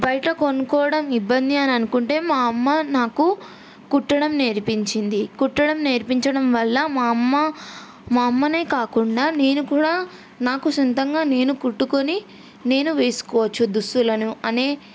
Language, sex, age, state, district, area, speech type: Telugu, female, 18-30, Telangana, Yadadri Bhuvanagiri, urban, spontaneous